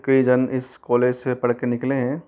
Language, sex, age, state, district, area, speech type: Hindi, male, 30-45, Rajasthan, Jaipur, urban, spontaneous